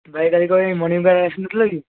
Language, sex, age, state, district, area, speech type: Odia, male, 30-45, Odisha, Kendujhar, urban, conversation